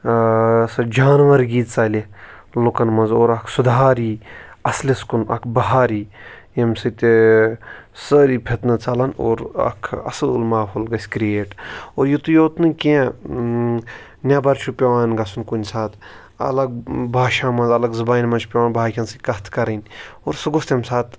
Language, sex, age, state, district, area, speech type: Kashmiri, male, 18-30, Jammu and Kashmir, Pulwama, rural, spontaneous